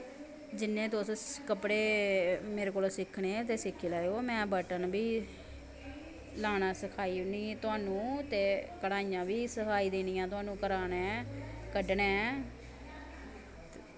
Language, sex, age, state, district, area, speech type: Dogri, female, 30-45, Jammu and Kashmir, Samba, rural, spontaneous